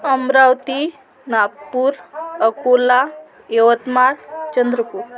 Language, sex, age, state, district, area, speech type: Marathi, female, 45-60, Maharashtra, Amravati, rural, spontaneous